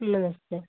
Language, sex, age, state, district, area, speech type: Hindi, female, 45-60, Uttar Pradesh, Mau, rural, conversation